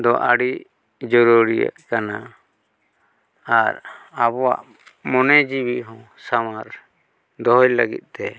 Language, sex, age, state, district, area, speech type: Santali, male, 45-60, Jharkhand, East Singhbhum, rural, spontaneous